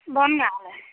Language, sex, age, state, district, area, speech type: Assamese, female, 30-45, Assam, Majuli, urban, conversation